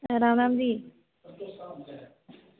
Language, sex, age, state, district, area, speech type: Dogri, female, 18-30, Jammu and Kashmir, Samba, rural, conversation